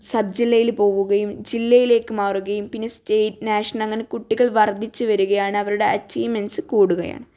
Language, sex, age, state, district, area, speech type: Malayalam, female, 30-45, Kerala, Wayanad, rural, spontaneous